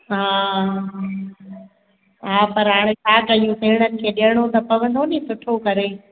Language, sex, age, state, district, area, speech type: Sindhi, female, 30-45, Gujarat, Junagadh, rural, conversation